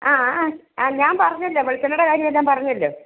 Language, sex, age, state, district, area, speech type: Malayalam, female, 60+, Kerala, Alappuzha, rural, conversation